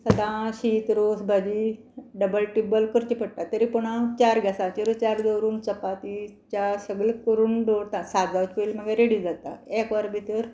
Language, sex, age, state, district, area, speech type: Goan Konkani, female, 60+, Goa, Quepem, rural, spontaneous